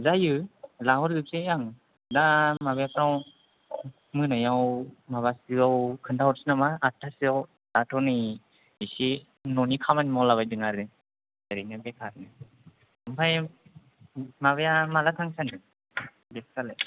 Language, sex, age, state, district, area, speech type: Bodo, male, 18-30, Assam, Kokrajhar, rural, conversation